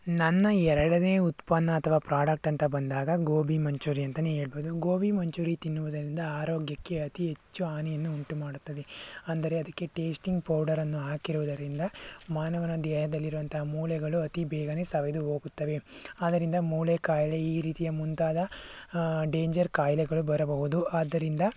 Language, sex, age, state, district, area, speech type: Kannada, male, 45-60, Karnataka, Tumkur, rural, spontaneous